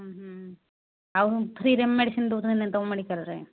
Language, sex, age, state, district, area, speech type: Odia, female, 60+, Odisha, Angul, rural, conversation